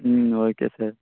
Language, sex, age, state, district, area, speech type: Tamil, male, 18-30, Tamil Nadu, Namakkal, rural, conversation